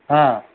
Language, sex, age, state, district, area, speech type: Odia, male, 45-60, Odisha, Koraput, urban, conversation